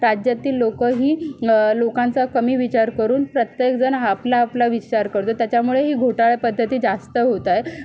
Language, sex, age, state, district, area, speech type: Marathi, female, 18-30, Maharashtra, Solapur, urban, spontaneous